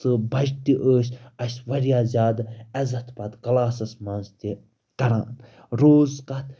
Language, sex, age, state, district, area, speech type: Kashmiri, male, 18-30, Jammu and Kashmir, Baramulla, rural, spontaneous